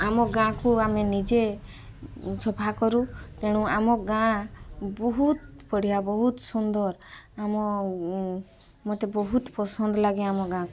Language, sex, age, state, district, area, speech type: Odia, female, 30-45, Odisha, Mayurbhanj, rural, spontaneous